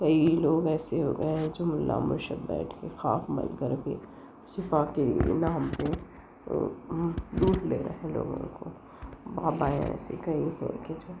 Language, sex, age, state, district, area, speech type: Urdu, female, 30-45, Telangana, Hyderabad, urban, spontaneous